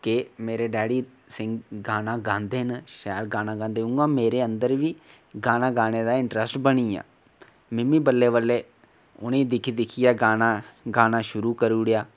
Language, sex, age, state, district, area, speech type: Dogri, male, 18-30, Jammu and Kashmir, Reasi, rural, spontaneous